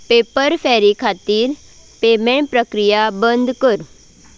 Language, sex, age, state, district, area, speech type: Goan Konkani, female, 18-30, Goa, Canacona, rural, read